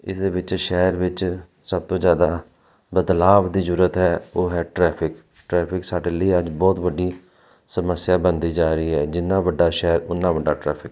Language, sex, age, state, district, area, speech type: Punjabi, male, 30-45, Punjab, Jalandhar, urban, spontaneous